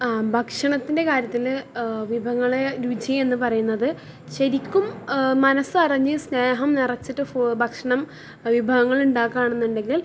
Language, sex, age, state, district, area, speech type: Malayalam, female, 18-30, Kerala, Thrissur, urban, spontaneous